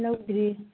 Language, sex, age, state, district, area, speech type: Manipuri, female, 45-60, Manipur, Churachandpur, urban, conversation